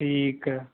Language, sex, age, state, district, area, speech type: Punjabi, male, 30-45, Punjab, Fazilka, rural, conversation